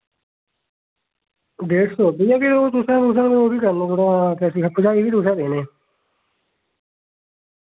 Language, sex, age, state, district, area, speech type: Dogri, male, 30-45, Jammu and Kashmir, Reasi, rural, conversation